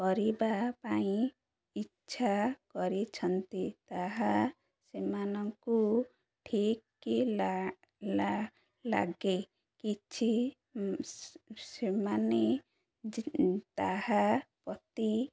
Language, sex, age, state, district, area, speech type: Odia, female, 30-45, Odisha, Ganjam, urban, spontaneous